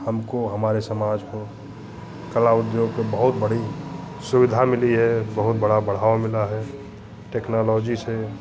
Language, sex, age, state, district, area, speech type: Hindi, male, 45-60, Uttar Pradesh, Hardoi, rural, spontaneous